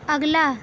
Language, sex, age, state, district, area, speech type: Urdu, female, 18-30, Uttar Pradesh, Mau, urban, read